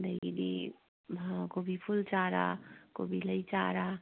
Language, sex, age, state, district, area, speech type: Manipuri, female, 30-45, Manipur, Kangpokpi, urban, conversation